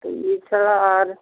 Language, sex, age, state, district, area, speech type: Bengali, male, 30-45, West Bengal, Dakshin Dinajpur, urban, conversation